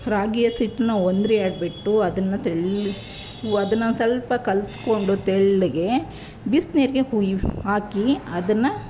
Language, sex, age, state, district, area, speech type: Kannada, female, 30-45, Karnataka, Chamarajanagar, rural, spontaneous